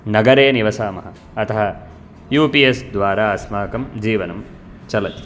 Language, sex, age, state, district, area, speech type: Sanskrit, male, 18-30, Karnataka, Bangalore Urban, urban, spontaneous